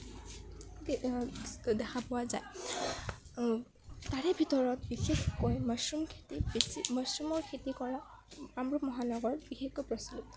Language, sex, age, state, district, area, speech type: Assamese, female, 18-30, Assam, Kamrup Metropolitan, urban, spontaneous